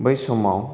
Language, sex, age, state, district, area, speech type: Bodo, male, 18-30, Assam, Chirang, rural, spontaneous